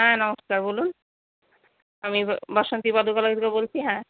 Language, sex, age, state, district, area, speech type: Bengali, female, 30-45, West Bengal, Paschim Bardhaman, urban, conversation